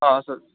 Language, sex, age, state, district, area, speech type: Punjabi, male, 30-45, Punjab, Barnala, rural, conversation